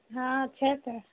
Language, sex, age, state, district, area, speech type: Maithili, female, 60+, Bihar, Purnia, urban, conversation